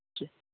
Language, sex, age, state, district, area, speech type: Urdu, male, 18-30, Uttar Pradesh, Saharanpur, urban, conversation